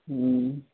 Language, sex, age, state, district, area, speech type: Urdu, male, 18-30, Bihar, Gaya, rural, conversation